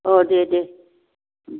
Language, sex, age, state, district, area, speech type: Bodo, female, 60+, Assam, Kokrajhar, rural, conversation